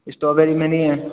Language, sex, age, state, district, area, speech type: Hindi, male, 18-30, Rajasthan, Jodhpur, urban, conversation